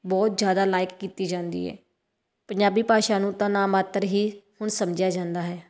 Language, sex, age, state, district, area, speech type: Punjabi, female, 30-45, Punjab, Tarn Taran, rural, spontaneous